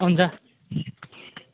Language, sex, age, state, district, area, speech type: Nepali, male, 18-30, West Bengal, Alipurduar, urban, conversation